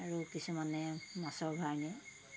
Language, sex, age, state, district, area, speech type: Assamese, female, 60+, Assam, Tinsukia, rural, spontaneous